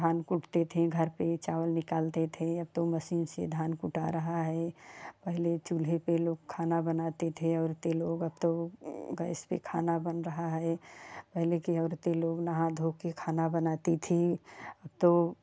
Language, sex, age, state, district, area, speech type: Hindi, female, 45-60, Uttar Pradesh, Jaunpur, rural, spontaneous